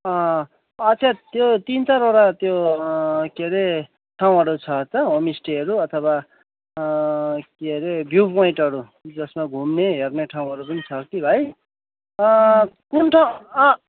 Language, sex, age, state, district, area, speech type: Nepali, male, 30-45, West Bengal, Kalimpong, rural, conversation